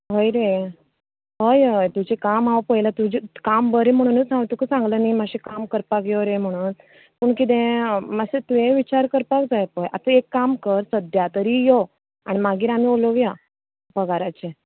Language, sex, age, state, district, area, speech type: Goan Konkani, female, 18-30, Goa, Canacona, rural, conversation